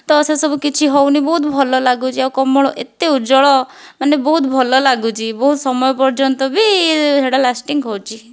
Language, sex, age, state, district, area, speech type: Odia, female, 45-60, Odisha, Kandhamal, rural, spontaneous